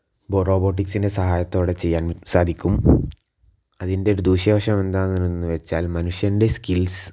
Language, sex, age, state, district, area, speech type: Malayalam, male, 18-30, Kerala, Kozhikode, urban, spontaneous